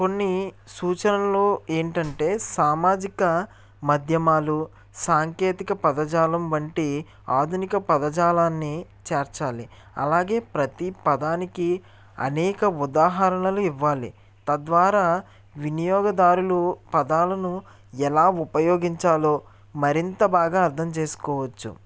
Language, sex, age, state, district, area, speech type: Telugu, male, 30-45, Andhra Pradesh, N T Rama Rao, urban, spontaneous